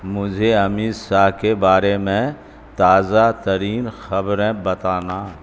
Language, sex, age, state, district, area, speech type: Urdu, male, 60+, Bihar, Supaul, rural, read